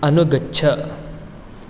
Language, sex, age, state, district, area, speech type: Sanskrit, male, 18-30, Karnataka, Dakshina Kannada, rural, read